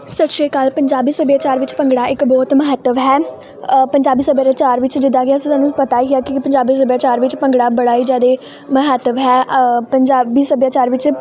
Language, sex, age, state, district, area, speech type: Punjabi, female, 18-30, Punjab, Hoshiarpur, rural, spontaneous